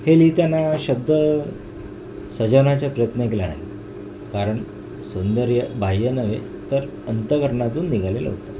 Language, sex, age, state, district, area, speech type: Marathi, male, 45-60, Maharashtra, Nagpur, urban, spontaneous